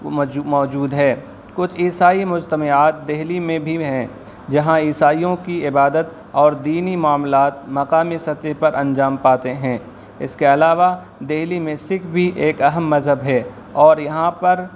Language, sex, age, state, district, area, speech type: Urdu, male, 18-30, Delhi, East Delhi, urban, spontaneous